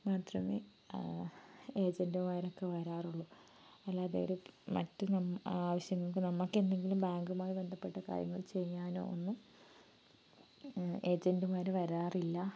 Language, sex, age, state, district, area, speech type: Malayalam, female, 18-30, Kerala, Wayanad, rural, spontaneous